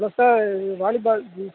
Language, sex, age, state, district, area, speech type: Tamil, male, 30-45, Tamil Nadu, Tiruchirappalli, rural, conversation